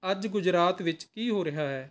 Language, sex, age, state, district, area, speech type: Punjabi, male, 45-60, Punjab, Rupnagar, urban, read